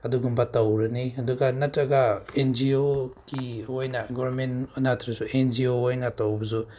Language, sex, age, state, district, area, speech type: Manipuri, male, 30-45, Manipur, Senapati, rural, spontaneous